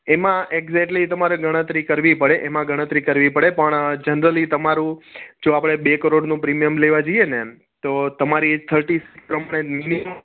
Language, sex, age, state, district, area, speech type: Gujarati, male, 30-45, Gujarat, Surat, urban, conversation